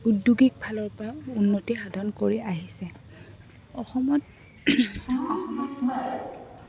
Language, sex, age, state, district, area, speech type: Assamese, female, 18-30, Assam, Goalpara, urban, spontaneous